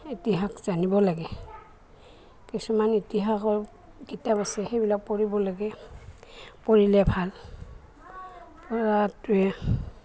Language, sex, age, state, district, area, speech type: Assamese, female, 60+, Assam, Goalpara, rural, spontaneous